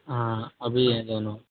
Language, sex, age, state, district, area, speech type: Hindi, male, 18-30, Rajasthan, Jodhpur, rural, conversation